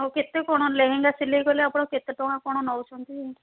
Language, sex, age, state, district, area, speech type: Odia, female, 30-45, Odisha, Puri, urban, conversation